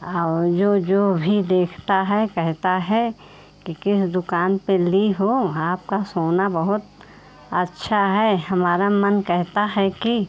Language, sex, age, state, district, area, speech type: Hindi, female, 45-60, Uttar Pradesh, Pratapgarh, rural, spontaneous